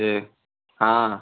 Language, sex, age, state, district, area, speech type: Hindi, male, 18-30, Bihar, Vaishali, rural, conversation